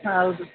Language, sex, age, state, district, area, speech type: Kannada, male, 45-60, Karnataka, Dakshina Kannada, urban, conversation